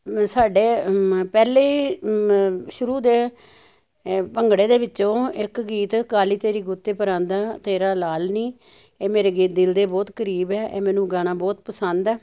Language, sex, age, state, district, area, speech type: Punjabi, female, 60+, Punjab, Jalandhar, urban, spontaneous